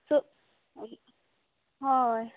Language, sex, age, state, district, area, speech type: Goan Konkani, female, 18-30, Goa, Bardez, rural, conversation